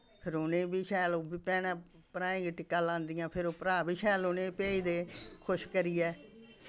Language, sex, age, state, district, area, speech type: Dogri, female, 60+, Jammu and Kashmir, Samba, urban, spontaneous